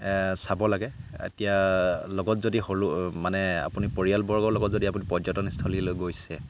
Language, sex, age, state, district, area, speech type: Assamese, male, 30-45, Assam, Sivasagar, rural, spontaneous